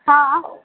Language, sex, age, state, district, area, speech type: Maithili, female, 18-30, Bihar, Sitamarhi, rural, conversation